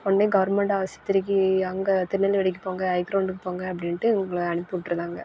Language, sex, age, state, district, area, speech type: Tamil, female, 18-30, Tamil Nadu, Thoothukudi, urban, spontaneous